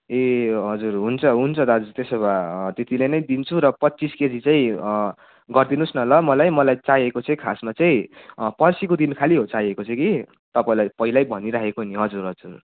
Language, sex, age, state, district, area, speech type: Nepali, male, 18-30, West Bengal, Darjeeling, rural, conversation